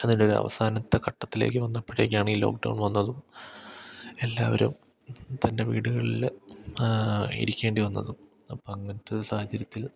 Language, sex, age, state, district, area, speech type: Malayalam, male, 18-30, Kerala, Idukki, rural, spontaneous